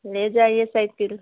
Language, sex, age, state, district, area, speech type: Hindi, female, 45-60, Uttar Pradesh, Pratapgarh, rural, conversation